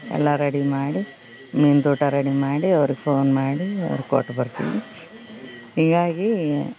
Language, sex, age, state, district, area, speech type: Kannada, female, 30-45, Karnataka, Koppal, urban, spontaneous